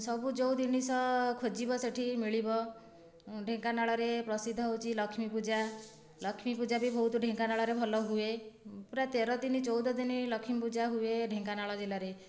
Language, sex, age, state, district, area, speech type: Odia, female, 30-45, Odisha, Dhenkanal, rural, spontaneous